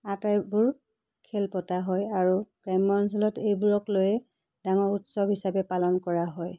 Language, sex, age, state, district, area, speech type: Assamese, female, 45-60, Assam, Biswanath, rural, spontaneous